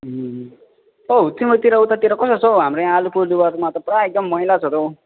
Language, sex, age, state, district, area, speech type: Nepali, male, 18-30, West Bengal, Alipurduar, urban, conversation